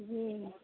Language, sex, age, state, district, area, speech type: Maithili, female, 45-60, Bihar, Sitamarhi, rural, conversation